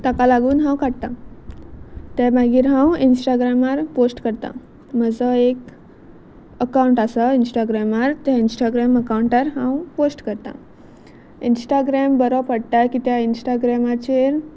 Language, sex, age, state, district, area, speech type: Goan Konkani, female, 18-30, Goa, Salcete, rural, spontaneous